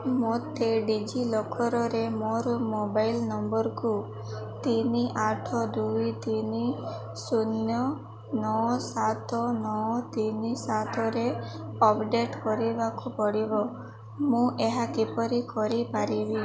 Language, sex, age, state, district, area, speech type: Odia, female, 18-30, Odisha, Sundergarh, urban, read